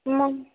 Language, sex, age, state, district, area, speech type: Marathi, female, 18-30, Maharashtra, Ahmednagar, rural, conversation